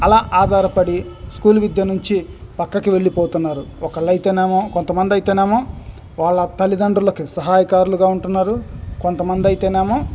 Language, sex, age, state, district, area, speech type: Telugu, male, 30-45, Andhra Pradesh, Bapatla, urban, spontaneous